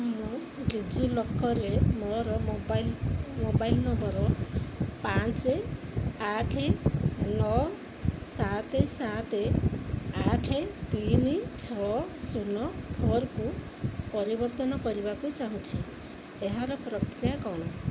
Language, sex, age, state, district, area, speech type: Odia, female, 30-45, Odisha, Sundergarh, urban, read